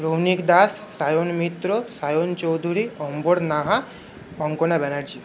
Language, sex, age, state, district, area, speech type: Bengali, male, 30-45, West Bengal, Paschim Bardhaman, urban, spontaneous